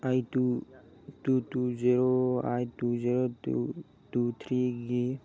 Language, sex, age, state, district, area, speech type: Manipuri, male, 18-30, Manipur, Churachandpur, rural, read